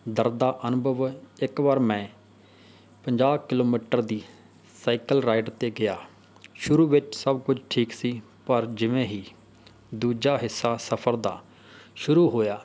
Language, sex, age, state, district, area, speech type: Punjabi, male, 30-45, Punjab, Faridkot, urban, spontaneous